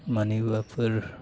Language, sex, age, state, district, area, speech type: Bodo, male, 30-45, Assam, Chirang, urban, spontaneous